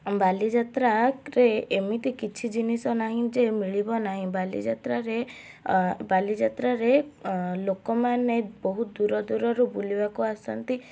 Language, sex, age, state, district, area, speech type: Odia, female, 18-30, Odisha, Cuttack, urban, spontaneous